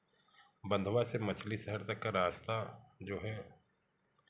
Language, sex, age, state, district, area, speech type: Hindi, male, 45-60, Uttar Pradesh, Jaunpur, urban, spontaneous